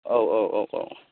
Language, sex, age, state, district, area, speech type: Bodo, male, 30-45, Assam, Kokrajhar, rural, conversation